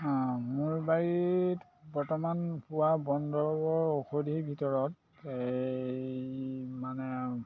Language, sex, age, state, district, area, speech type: Assamese, male, 60+, Assam, Dhemaji, urban, spontaneous